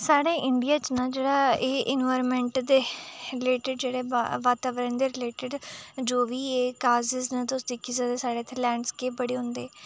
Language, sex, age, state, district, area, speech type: Dogri, female, 30-45, Jammu and Kashmir, Udhampur, urban, spontaneous